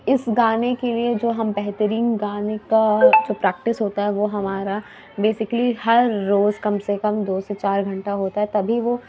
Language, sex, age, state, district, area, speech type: Urdu, female, 60+, Uttar Pradesh, Gautam Buddha Nagar, rural, spontaneous